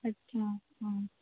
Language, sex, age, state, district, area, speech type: Hindi, female, 18-30, Madhya Pradesh, Harda, urban, conversation